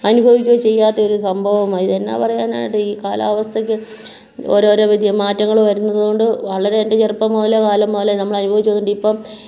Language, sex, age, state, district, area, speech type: Malayalam, female, 45-60, Kerala, Kottayam, rural, spontaneous